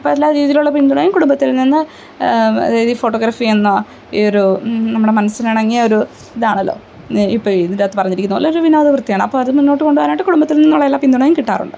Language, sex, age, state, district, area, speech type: Malayalam, female, 30-45, Kerala, Idukki, rural, spontaneous